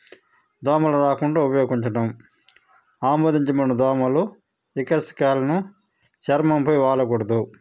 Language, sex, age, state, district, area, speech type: Telugu, male, 45-60, Andhra Pradesh, Sri Balaji, rural, spontaneous